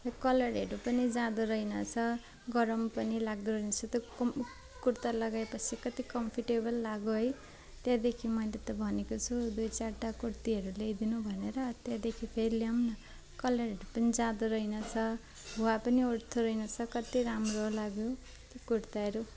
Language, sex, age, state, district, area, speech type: Nepali, female, 18-30, West Bengal, Darjeeling, rural, spontaneous